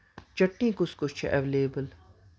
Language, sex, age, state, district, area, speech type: Kashmiri, female, 18-30, Jammu and Kashmir, Kupwara, rural, spontaneous